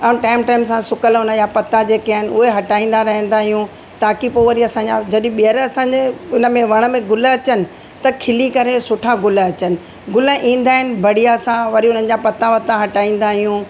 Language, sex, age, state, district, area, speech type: Sindhi, female, 45-60, Delhi, South Delhi, urban, spontaneous